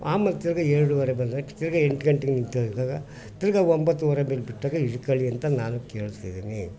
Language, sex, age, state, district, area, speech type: Kannada, male, 60+, Karnataka, Mysore, urban, spontaneous